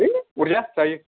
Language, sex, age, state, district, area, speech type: Bodo, male, 18-30, Assam, Chirang, rural, conversation